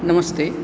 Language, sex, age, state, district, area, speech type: Sanskrit, male, 18-30, Andhra Pradesh, Guntur, urban, spontaneous